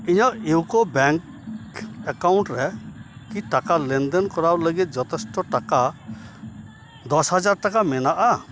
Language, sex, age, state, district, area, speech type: Santali, male, 60+, West Bengal, Dakshin Dinajpur, rural, read